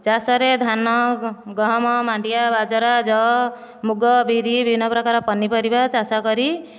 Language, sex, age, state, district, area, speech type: Odia, female, 30-45, Odisha, Nayagarh, rural, spontaneous